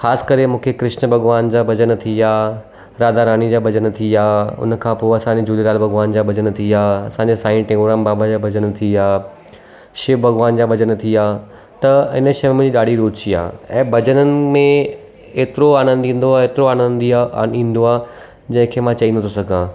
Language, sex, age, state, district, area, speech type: Sindhi, male, 30-45, Gujarat, Surat, urban, spontaneous